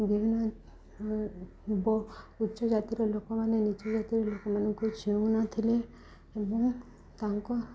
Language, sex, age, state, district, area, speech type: Odia, female, 30-45, Odisha, Subarnapur, urban, spontaneous